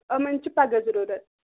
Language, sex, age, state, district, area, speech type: Kashmiri, female, 30-45, Jammu and Kashmir, Ganderbal, rural, conversation